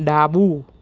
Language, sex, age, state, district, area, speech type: Gujarati, male, 18-30, Gujarat, Anand, urban, read